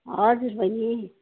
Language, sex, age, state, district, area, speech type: Nepali, female, 45-60, West Bengal, Jalpaiguri, urban, conversation